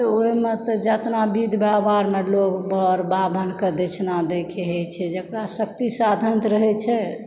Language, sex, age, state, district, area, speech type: Maithili, female, 60+, Bihar, Supaul, rural, spontaneous